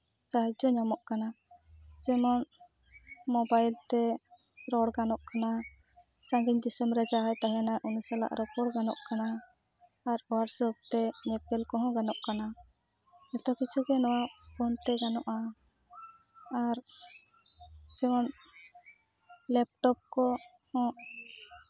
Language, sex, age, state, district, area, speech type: Santali, female, 30-45, West Bengal, Jhargram, rural, spontaneous